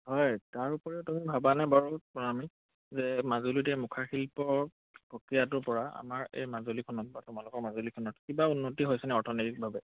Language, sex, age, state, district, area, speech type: Assamese, male, 18-30, Assam, Majuli, urban, conversation